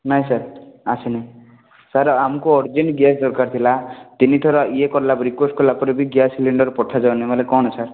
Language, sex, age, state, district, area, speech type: Odia, male, 18-30, Odisha, Rayagada, urban, conversation